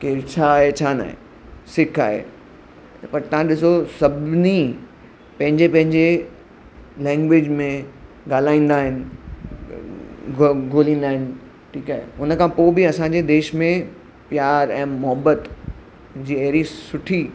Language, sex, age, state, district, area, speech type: Sindhi, male, 30-45, Maharashtra, Mumbai Suburban, urban, spontaneous